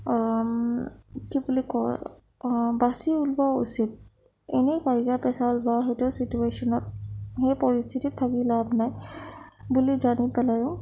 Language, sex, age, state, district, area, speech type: Assamese, female, 18-30, Assam, Sonitpur, rural, spontaneous